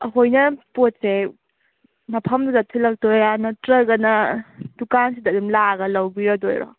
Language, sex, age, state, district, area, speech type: Manipuri, female, 18-30, Manipur, Kakching, rural, conversation